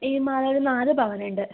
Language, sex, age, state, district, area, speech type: Malayalam, female, 18-30, Kerala, Wayanad, rural, conversation